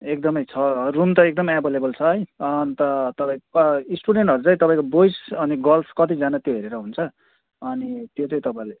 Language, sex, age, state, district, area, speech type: Nepali, male, 30-45, West Bengal, Kalimpong, rural, conversation